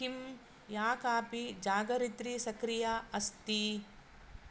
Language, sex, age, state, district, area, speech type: Sanskrit, female, 45-60, Karnataka, Dakshina Kannada, rural, read